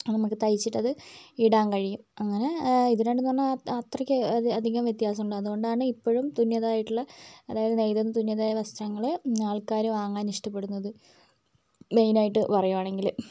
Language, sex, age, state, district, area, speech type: Malayalam, female, 45-60, Kerala, Wayanad, rural, spontaneous